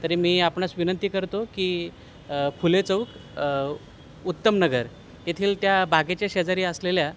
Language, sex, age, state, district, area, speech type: Marathi, male, 45-60, Maharashtra, Thane, rural, spontaneous